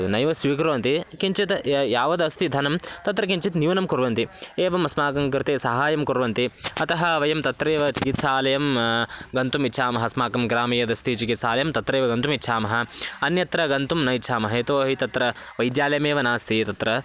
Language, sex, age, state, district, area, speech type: Sanskrit, male, 18-30, Karnataka, Bagalkot, rural, spontaneous